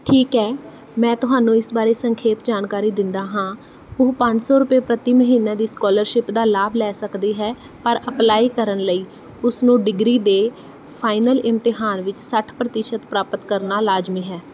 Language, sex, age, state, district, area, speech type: Punjabi, female, 30-45, Punjab, Bathinda, urban, read